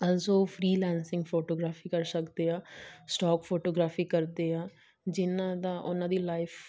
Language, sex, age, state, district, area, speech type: Punjabi, female, 18-30, Punjab, Muktsar, urban, spontaneous